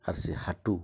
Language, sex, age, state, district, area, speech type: Odia, male, 60+, Odisha, Boudh, rural, spontaneous